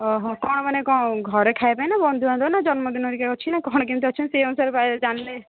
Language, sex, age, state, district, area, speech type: Odia, female, 45-60, Odisha, Angul, rural, conversation